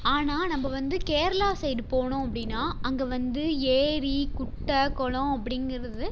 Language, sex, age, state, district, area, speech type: Tamil, female, 18-30, Tamil Nadu, Tiruchirappalli, rural, spontaneous